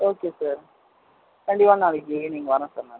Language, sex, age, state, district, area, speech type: Tamil, male, 18-30, Tamil Nadu, Viluppuram, urban, conversation